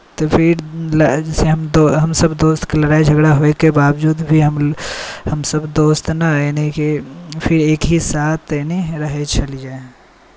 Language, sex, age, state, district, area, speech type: Maithili, male, 18-30, Bihar, Saharsa, rural, spontaneous